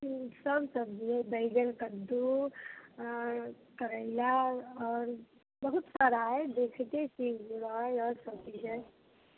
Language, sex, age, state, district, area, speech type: Maithili, female, 18-30, Bihar, Muzaffarpur, rural, conversation